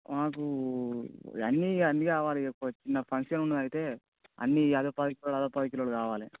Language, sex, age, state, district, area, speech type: Telugu, male, 18-30, Telangana, Mancherial, rural, conversation